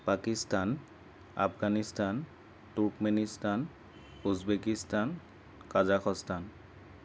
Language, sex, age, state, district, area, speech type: Assamese, male, 18-30, Assam, Lakhimpur, rural, spontaneous